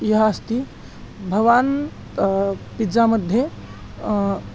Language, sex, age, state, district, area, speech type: Sanskrit, male, 18-30, Maharashtra, Beed, urban, spontaneous